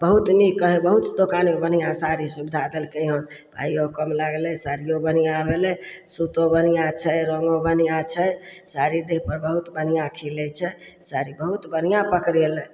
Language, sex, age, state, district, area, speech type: Maithili, female, 60+, Bihar, Samastipur, rural, spontaneous